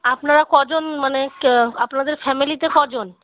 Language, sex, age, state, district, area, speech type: Bengali, female, 30-45, West Bengal, Murshidabad, urban, conversation